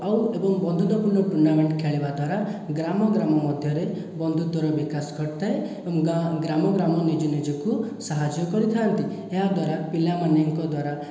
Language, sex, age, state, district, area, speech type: Odia, male, 18-30, Odisha, Khordha, rural, spontaneous